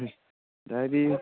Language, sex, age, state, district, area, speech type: Nepali, male, 18-30, West Bengal, Darjeeling, rural, conversation